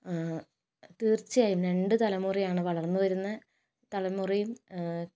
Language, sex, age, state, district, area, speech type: Malayalam, female, 18-30, Kerala, Kozhikode, urban, spontaneous